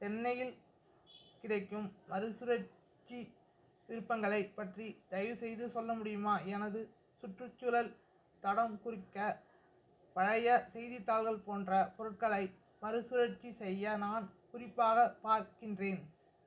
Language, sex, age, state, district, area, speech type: Tamil, male, 30-45, Tamil Nadu, Mayiladuthurai, rural, read